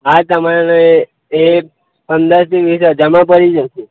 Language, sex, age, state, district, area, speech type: Gujarati, male, 30-45, Gujarat, Aravalli, urban, conversation